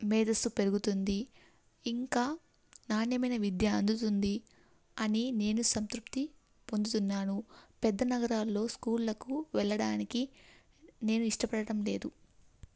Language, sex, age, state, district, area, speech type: Telugu, female, 18-30, Andhra Pradesh, Kadapa, rural, spontaneous